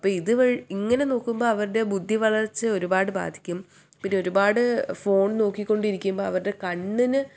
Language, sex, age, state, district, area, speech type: Malayalam, female, 18-30, Kerala, Thiruvananthapuram, urban, spontaneous